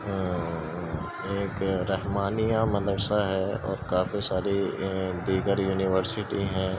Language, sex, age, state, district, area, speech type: Urdu, male, 18-30, Uttar Pradesh, Gautam Buddha Nagar, rural, spontaneous